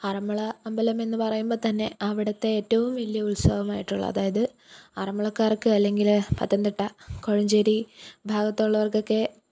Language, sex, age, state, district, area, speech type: Malayalam, female, 18-30, Kerala, Pathanamthitta, rural, spontaneous